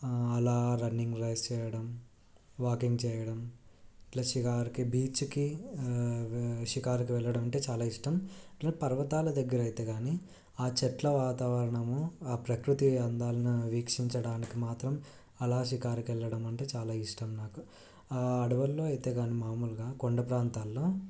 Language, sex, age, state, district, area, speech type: Telugu, male, 18-30, Andhra Pradesh, Krishna, urban, spontaneous